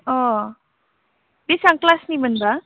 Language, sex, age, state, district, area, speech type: Bodo, female, 18-30, Assam, Udalguri, rural, conversation